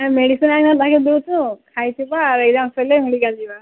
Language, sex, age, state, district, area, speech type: Odia, female, 18-30, Odisha, Subarnapur, urban, conversation